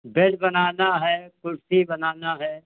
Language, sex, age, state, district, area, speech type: Hindi, male, 60+, Uttar Pradesh, Hardoi, rural, conversation